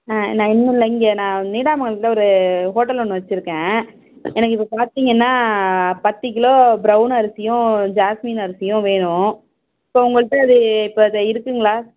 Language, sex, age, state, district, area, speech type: Tamil, female, 30-45, Tamil Nadu, Tiruvarur, rural, conversation